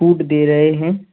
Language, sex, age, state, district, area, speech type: Hindi, male, 18-30, Madhya Pradesh, Gwalior, urban, conversation